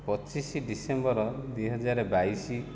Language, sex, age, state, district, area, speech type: Odia, male, 45-60, Odisha, Jajpur, rural, spontaneous